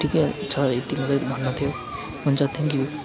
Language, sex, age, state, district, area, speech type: Nepali, male, 18-30, West Bengal, Kalimpong, rural, spontaneous